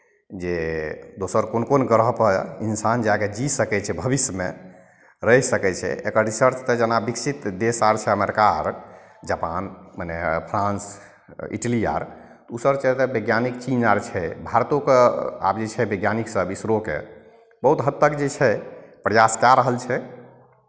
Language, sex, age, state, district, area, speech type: Maithili, male, 45-60, Bihar, Madhepura, urban, spontaneous